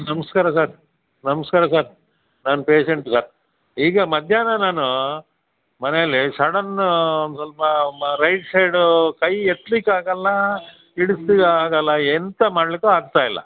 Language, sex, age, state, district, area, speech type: Kannada, male, 60+, Karnataka, Dakshina Kannada, rural, conversation